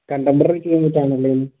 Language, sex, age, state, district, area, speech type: Malayalam, male, 18-30, Kerala, Wayanad, rural, conversation